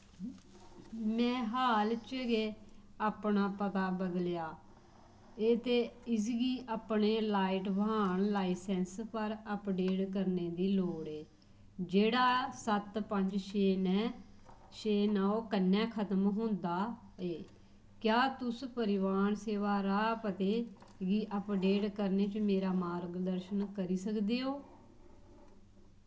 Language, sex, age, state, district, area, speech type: Dogri, female, 45-60, Jammu and Kashmir, Kathua, rural, read